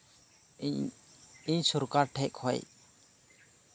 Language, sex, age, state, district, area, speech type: Santali, male, 30-45, West Bengal, Birbhum, rural, spontaneous